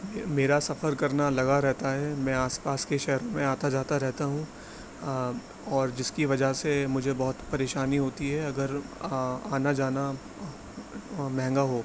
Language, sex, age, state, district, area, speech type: Urdu, male, 18-30, Uttar Pradesh, Aligarh, urban, spontaneous